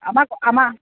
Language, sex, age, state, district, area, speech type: Assamese, female, 30-45, Assam, Dibrugarh, urban, conversation